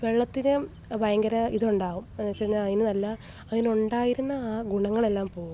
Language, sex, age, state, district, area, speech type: Malayalam, female, 18-30, Kerala, Alappuzha, rural, spontaneous